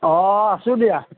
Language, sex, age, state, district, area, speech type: Assamese, male, 45-60, Assam, Nalbari, rural, conversation